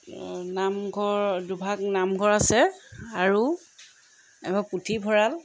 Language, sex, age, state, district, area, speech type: Assamese, female, 30-45, Assam, Jorhat, urban, spontaneous